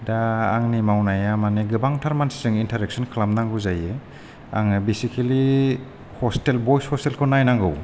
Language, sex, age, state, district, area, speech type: Bodo, male, 30-45, Assam, Kokrajhar, rural, spontaneous